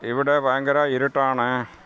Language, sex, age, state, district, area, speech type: Malayalam, male, 60+, Kerala, Pathanamthitta, rural, read